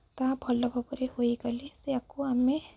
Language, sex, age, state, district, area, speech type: Odia, female, 18-30, Odisha, Jagatsinghpur, rural, spontaneous